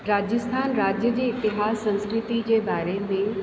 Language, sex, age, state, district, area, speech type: Sindhi, female, 45-60, Rajasthan, Ajmer, urban, spontaneous